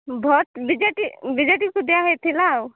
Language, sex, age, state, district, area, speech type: Odia, female, 18-30, Odisha, Nabarangpur, urban, conversation